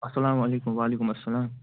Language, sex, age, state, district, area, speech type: Kashmiri, male, 18-30, Jammu and Kashmir, Anantnag, rural, conversation